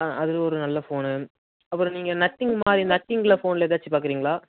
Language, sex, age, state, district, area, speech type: Tamil, male, 18-30, Tamil Nadu, Tenkasi, urban, conversation